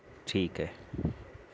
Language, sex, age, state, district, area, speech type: Urdu, male, 18-30, Bihar, Purnia, rural, spontaneous